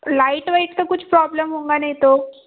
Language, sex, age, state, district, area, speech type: Hindi, female, 18-30, Madhya Pradesh, Betul, urban, conversation